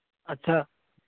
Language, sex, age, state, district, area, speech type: Hindi, male, 18-30, Madhya Pradesh, Seoni, urban, conversation